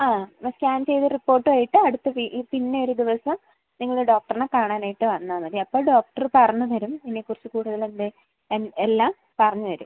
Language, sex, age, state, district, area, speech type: Malayalam, female, 18-30, Kerala, Ernakulam, rural, conversation